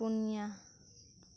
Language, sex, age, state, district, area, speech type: Santali, other, 18-30, West Bengal, Birbhum, rural, read